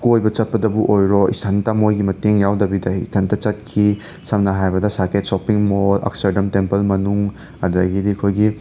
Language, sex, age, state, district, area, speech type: Manipuri, male, 30-45, Manipur, Imphal West, urban, spontaneous